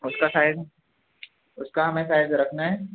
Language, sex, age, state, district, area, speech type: Urdu, male, 18-30, Uttar Pradesh, Rampur, urban, conversation